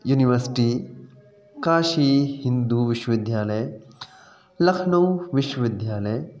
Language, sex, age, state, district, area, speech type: Sindhi, male, 30-45, Uttar Pradesh, Lucknow, urban, spontaneous